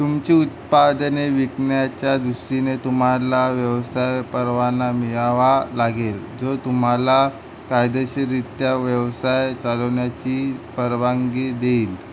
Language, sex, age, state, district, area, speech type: Marathi, male, 18-30, Maharashtra, Mumbai City, urban, read